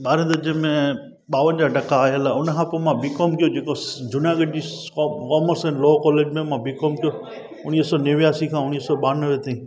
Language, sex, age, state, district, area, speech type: Sindhi, male, 45-60, Gujarat, Junagadh, rural, spontaneous